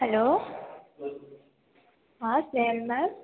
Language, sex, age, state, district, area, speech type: Marathi, female, 18-30, Maharashtra, Ratnagiri, rural, conversation